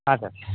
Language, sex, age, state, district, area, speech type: Kannada, male, 30-45, Karnataka, Vijayapura, rural, conversation